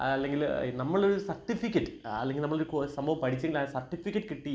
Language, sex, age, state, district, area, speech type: Malayalam, male, 18-30, Kerala, Kottayam, rural, spontaneous